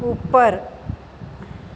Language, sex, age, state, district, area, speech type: Gujarati, female, 30-45, Gujarat, Ahmedabad, urban, read